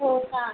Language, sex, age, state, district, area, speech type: Marathi, female, 18-30, Maharashtra, Buldhana, rural, conversation